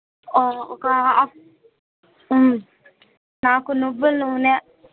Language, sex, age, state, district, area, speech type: Telugu, female, 18-30, Andhra Pradesh, Guntur, rural, conversation